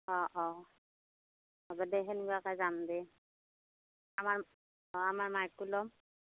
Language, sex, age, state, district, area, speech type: Assamese, female, 45-60, Assam, Darrang, rural, conversation